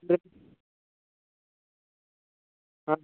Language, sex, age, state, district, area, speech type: Dogri, female, 30-45, Jammu and Kashmir, Reasi, urban, conversation